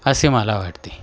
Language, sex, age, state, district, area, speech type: Marathi, male, 45-60, Maharashtra, Nashik, urban, spontaneous